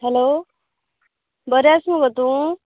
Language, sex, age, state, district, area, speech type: Goan Konkani, female, 18-30, Goa, Canacona, rural, conversation